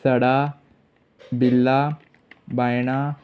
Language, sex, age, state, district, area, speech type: Goan Konkani, male, 18-30, Goa, Murmgao, urban, spontaneous